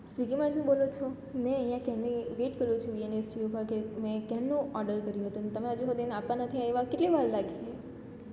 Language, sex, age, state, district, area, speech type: Gujarati, female, 18-30, Gujarat, Surat, rural, spontaneous